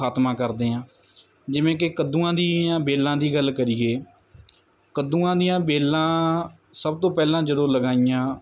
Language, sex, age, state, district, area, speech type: Punjabi, male, 18-30, Punjab, Mansa, rural, spontaneous